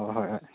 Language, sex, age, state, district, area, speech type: Manipuri, male, 18-30, Manipur, Chandel, rural, conversation